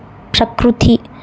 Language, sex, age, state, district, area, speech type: Telugu, female, 18-30, Telangana, Suryapet, urban, spontaneous